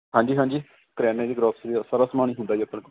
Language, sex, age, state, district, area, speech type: Punjabi, male, 30-45, Punjab, Barnala, rural, conversation